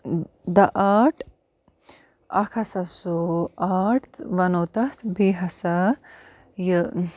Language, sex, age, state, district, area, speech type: Kashmiri, female, 30-45, Jammu and Kashmir, Baramulla, rural, spontaneous